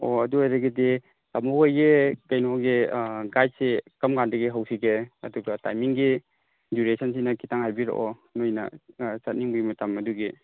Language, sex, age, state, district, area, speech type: Manipuri, male, 30-45, Manipur, Chandel, rural, conversation